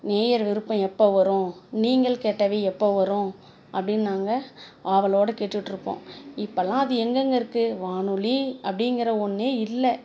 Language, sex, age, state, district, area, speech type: Tamil, female, 45-60, Tamil Nadu, Dharmapuri, rural, spontaneous